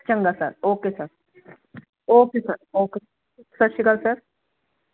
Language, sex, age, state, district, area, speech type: Punjabi, female, 30-45, Punjab, Kapurthala, urban, conversation